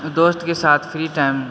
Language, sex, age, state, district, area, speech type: Maithili, male, 18-30, Bihar, Supaul, rural, spontaneous